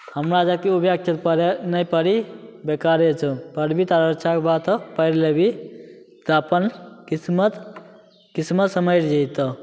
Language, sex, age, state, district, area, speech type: Maithili, male, 18-30, Bihar, Begusarai, urban, spontaneous